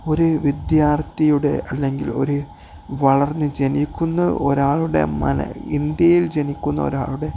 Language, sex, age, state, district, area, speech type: Malayalam, male, 18-30, Kerala, Kozhikode, rural, spontaneous